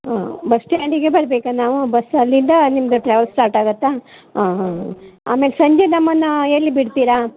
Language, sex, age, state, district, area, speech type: Kannada, female, 60+, Karnataka, Dakshina Kannada, rural, conversation